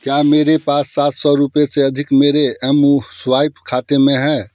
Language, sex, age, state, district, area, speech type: Hindi, male, 30-45, Bihar, Muzaffarpur, rural, read